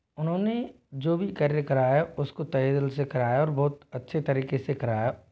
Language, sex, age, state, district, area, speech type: Hindi, male, 18-30, Rajasthan, Jodhpur, rural, spontaneous